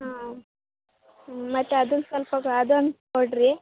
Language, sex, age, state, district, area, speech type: Kannada, female, 18-30, Karnataka, Chikkaballapur, rural, conversation